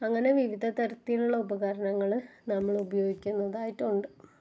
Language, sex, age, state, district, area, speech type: Malayalam, female, 30-45, Kerala, Ernakulam, rural, spontaneous